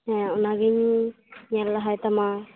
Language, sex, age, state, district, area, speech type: Santali, female, 18-30, West Bengal, Purba Bardhaman, rural, conversation